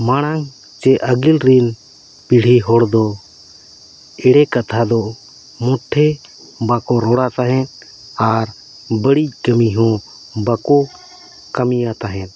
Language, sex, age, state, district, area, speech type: Santali, male, 30-45, Jharkhand, Seraikela Kharsawan, rural, spontaneous